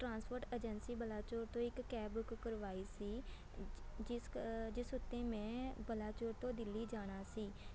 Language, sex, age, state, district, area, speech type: Punjabi, female, 18-30, Punjab, Shaheed Bhagat Singh Nagar, urban, spontaneous